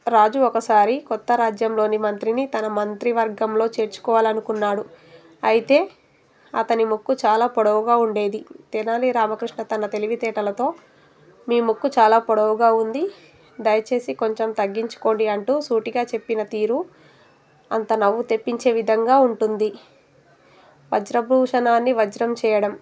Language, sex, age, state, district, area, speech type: Telugu, female, 30-45, Telangana, Narayanpet, urban, spontaneous